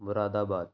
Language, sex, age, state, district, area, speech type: Urdu, male, 18-30, Uttar Pradesh, Ghaziabad, urban, spontaneous